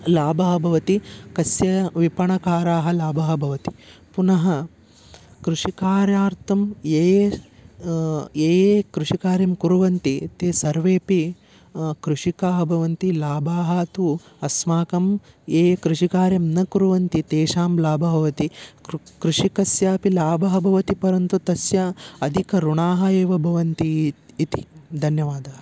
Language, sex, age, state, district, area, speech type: Sanskrit, male, 18-30, Karnataka, Vijayanagara, rural, spontaneous